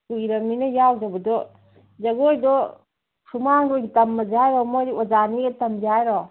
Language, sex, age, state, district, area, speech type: Manipuri, female, 30-45, Manipur, Imphal East, rural, conversation